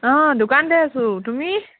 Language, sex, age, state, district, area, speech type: Assamese, female, 18-30, Assam, Charaideo, rural, conversation